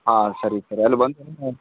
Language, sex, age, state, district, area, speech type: Kannada, male, 45-60, Karnataka, Gulbarga, urban, conversation